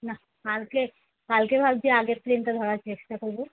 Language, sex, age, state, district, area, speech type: Bengali, female, 45-60, West Bengal, Kolkata, urban, conversation